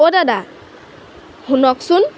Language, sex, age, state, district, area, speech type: Assamese, female, 18-30, Assam, Lakhimpur, rural, spontaneous